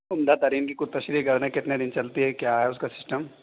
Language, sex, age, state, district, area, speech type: Urdu, male, 18-30, Uttar Pradesh, Saharanpur, urban, conversation